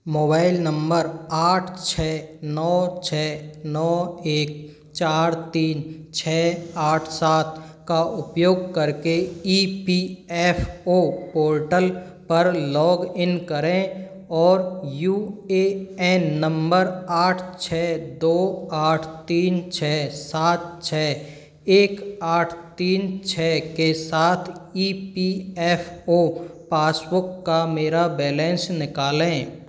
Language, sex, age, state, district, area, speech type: Hindi, male, 30-45, Rajasthan, Karauli, rural, read